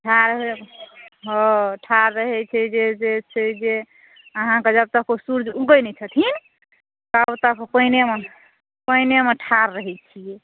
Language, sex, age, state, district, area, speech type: Maithili, female, 45-60, Bihar, Madhubani, rural, conversation